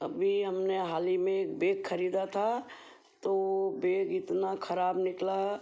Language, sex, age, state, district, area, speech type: Hindi, female, 60+, Madhya Pradesh, Ujjain, urban, spontaneous